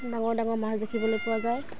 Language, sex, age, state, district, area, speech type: Assamese, female, 18-30, Assam, Udalguri, rural, spontaneous